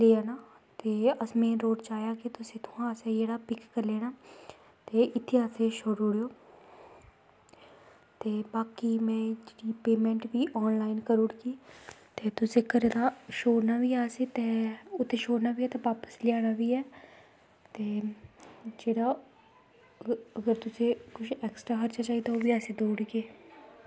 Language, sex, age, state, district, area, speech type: Dogri, female, 18-30, Jammu and Kashmir, Kathua, rural, spontaneous